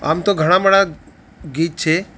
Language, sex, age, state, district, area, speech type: Gujarati, male, 45-60, Gujarat, Ahmedabad, urban, spontaneous